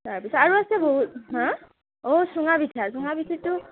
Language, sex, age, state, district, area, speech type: Assamese, female, 18-30, Assam, Darrang, rural, conversation